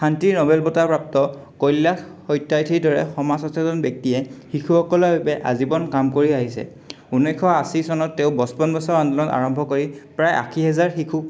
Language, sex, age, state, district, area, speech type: Assamese, male, 18-30, Assam, Sonitpur, rural, spontaneous